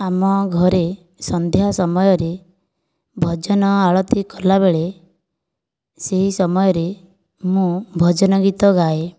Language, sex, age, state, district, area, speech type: Odia, female, 30-45, Odisha, Kandhamal, rural, spontaneous